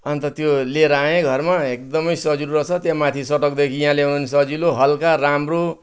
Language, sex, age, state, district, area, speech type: Nepali, male, 60+, West Bengal, Kalimpong, rural, spontaneous